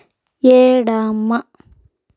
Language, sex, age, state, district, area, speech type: Telugu, female, 18-30, Andhra Pradesh, Chittoor, rural, read